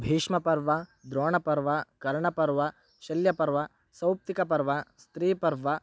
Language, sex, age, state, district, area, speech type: Sanskrit, male, 18-30, Karnataka, Bagalkot, rural, spontaneous